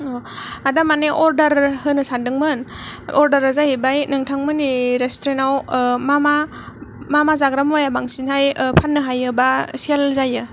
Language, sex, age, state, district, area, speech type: Bodo, female, 18-30, Assam, Kokrajhar, rural, spontaneous